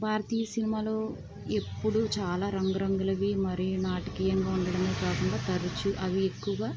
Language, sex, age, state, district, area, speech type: Telugu, female, 18-30, Andhra Pradesh, West Godavari, rural, spontaneous